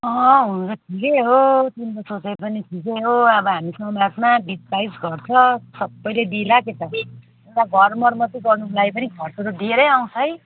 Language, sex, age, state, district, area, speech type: Nepali, female, 30-45, West Bengal, Kalimpong, rural, conversation